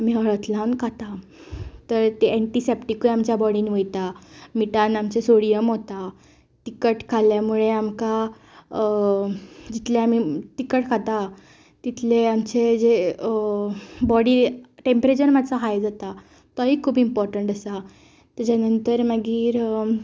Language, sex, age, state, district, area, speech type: Goan Konkani, female, 18-30, Goa, Ponda, rural, spontaneous